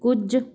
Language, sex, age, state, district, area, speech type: Punjabi, female, 45-60, Punjab, Fazilka, rural, read